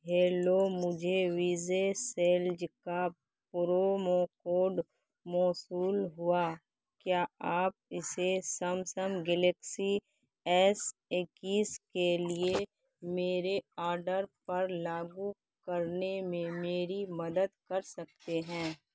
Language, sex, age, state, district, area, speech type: Urdu, female, 18-30, Bihar, Saharsa, rural, read